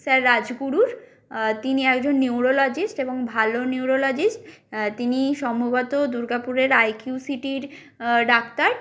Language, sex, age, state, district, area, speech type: Bengali, female, 45-60, West Bengal, Bankura, urban, spontaneous